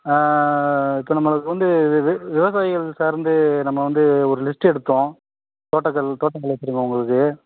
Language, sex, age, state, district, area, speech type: Tamil, male, 30-45, Tamil Nadu, Theni, rural, conversation